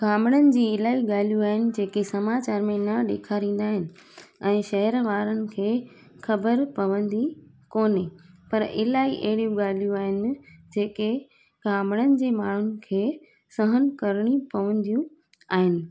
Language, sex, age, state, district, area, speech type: Sindhi, female, 30-45, Gujarat, Junagadh, rural, spontaneous